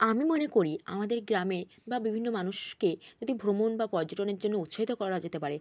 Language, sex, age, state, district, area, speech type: Bengali, female, 18-30, West Bengal, Jalpaiguri, rural, spontaneous